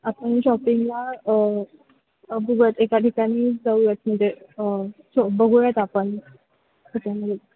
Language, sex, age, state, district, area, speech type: Marathi, female, 18-30, Maharashtra, Sangli, rural, conversation